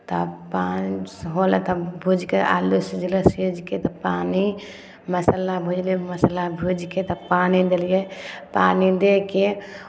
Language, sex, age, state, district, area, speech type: Maithili, female, 18-30, Bihar, Samastipur, rural, spontaneous